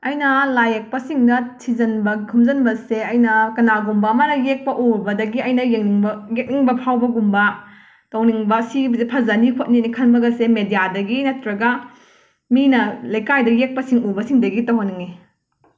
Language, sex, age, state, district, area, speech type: Manipuri, female, 30-45, Manipur, Imphal West, rural, spontaneous